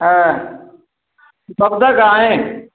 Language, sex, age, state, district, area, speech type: Hindi, male, 60+, Uttar Pradesh, Ayodhya, rural, conversation